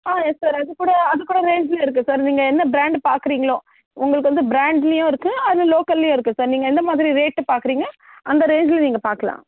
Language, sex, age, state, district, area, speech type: Tamil, female, 45-60, Tamil Nadu, Chennai, urban, conversation